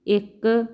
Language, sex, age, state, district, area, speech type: Punjabi, female, 45-60, Punjab, Fazilka, rural, read